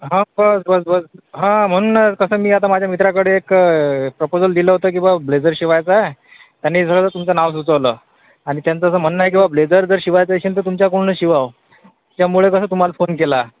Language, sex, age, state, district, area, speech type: Marathi, male, 30-45, Maharashtra, Akola, urban, conversation